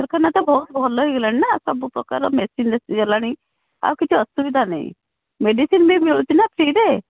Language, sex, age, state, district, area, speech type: Odia, female, 45-60, Odisha, Cuttack, urban, conversation